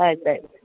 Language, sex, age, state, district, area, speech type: Kannada, female, 60+, Karnataka, Udupi, rural, conversation